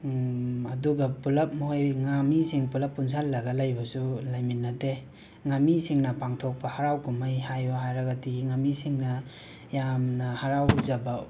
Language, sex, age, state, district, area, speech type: Manipuri, male, 18-30, Manipur, Imphal West, rural, spontaneous